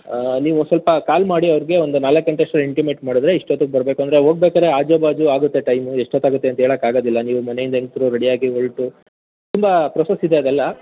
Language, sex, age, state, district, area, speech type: Kannada, male, 18-30, Karnataka, Mandya, rural, conversation